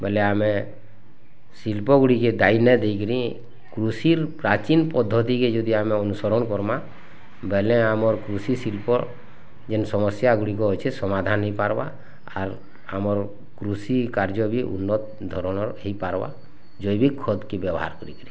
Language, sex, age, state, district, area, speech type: Odia, male, 30-45, Odisha, Bargarh, urban, spontaneous